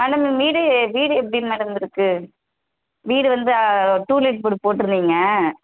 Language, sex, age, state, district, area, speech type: Tamil, female, 18-30, Tamil Nadu, Tenkasi, urban, conversation